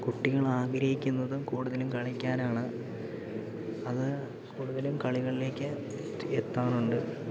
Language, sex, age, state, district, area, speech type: Malayalam, male, 18-30, Kerala, Idukki, rural, spontaneous